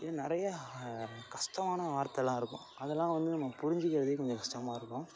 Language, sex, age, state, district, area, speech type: Tamil, male, 18-30, Tamil Nadu, Mayiladuthurai, urban, spontaneous